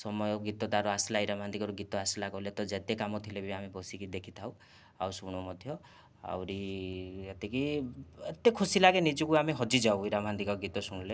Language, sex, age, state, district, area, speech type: Odia, male, 30-45, Odisha, Kandhamal, rural, spontaneous